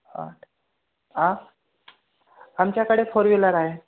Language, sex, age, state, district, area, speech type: Marathi, other, 18-30, Maharashtra, Buldhana, urban, conversation